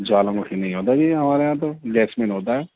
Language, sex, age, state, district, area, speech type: Urdu, male, 30-45, Delhi, East Delhi, urban, conversation